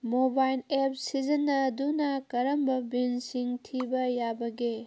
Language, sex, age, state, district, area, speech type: Manipuri, female, 30-45, Manipur, Kangpokpi, urban, read